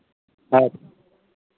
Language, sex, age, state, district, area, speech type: Santali, male, 45-60, Jharkhand, East Singhbhum, rural, conversation